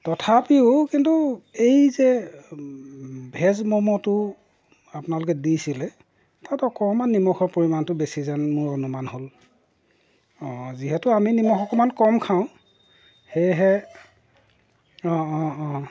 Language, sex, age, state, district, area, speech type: Assamese, male, 45-60, Assam, Golaghat, rural, spontaneous